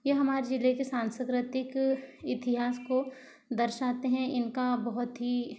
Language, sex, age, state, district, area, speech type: Hindi, female, 45-60, Madhya Pradesh, Balaghat, rural, spontaneous